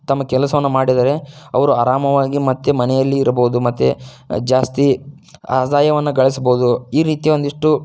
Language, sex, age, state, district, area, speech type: Kannada, male, 30-45, Karnataka, Tumkur, rural, spontaneous